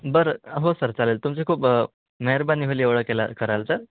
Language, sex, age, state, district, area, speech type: Marathi, male, 18-30, Maharashtra, Wardha, urban, conversation